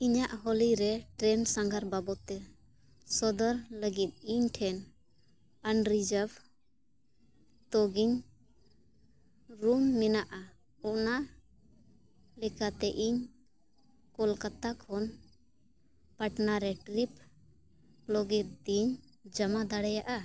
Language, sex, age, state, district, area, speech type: Santali, female, 30-45, Jharkhand, Bokaro, rural, read